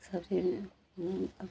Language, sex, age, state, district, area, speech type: Hindi, female, 30-45, Uttar Pradesh, Chandauli, rural, spontaneous